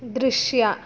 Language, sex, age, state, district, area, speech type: Kannada, female, 30-45, Karnataka, Chitradurga, rural, read